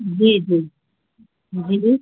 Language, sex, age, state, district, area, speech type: Hindi, female, 30-45, Madhya Pradesh, Seoni, urban, conversation